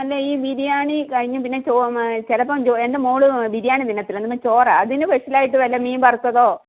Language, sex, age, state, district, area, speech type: Malayalam, female, 45-60, Kerala, Kottayam, urban, conversation